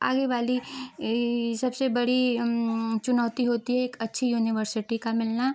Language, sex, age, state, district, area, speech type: Hindi, female, 18-30, Uttar Pradesh, Chandauli, urban, spontaneous